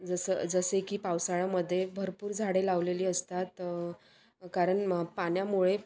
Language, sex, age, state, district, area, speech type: Marathi, female, 30-45, Maharashtra, Wardha, rural, spontaneous